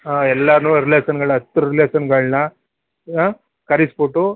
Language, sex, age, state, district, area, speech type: Kannada, male, 30-45, Karnataka, Mysore, rural, conversation